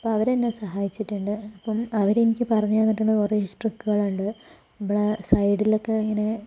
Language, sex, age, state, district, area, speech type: Malayalam, female, 30-45, Kerala, Palakkad, rural, spontaneous